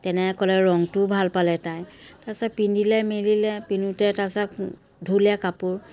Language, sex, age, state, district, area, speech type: Assamese, female, 30-45, Assam, Biswanath, rural, spontaneous